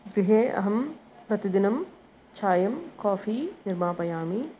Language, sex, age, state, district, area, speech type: Sanskrit, female, 45-60, Andhra Pradesh, East Godavari, urban, spontaneous